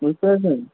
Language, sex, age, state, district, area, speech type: Bengali, male, 18-30, West Bengal, Uttar Dinajpur, urban, conversation